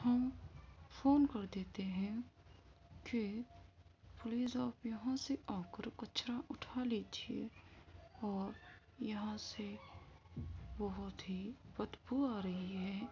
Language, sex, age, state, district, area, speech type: Urdu, female, 18-30, Uttar Pradesh, Gautam Buddha Nagar, urban, spontaneous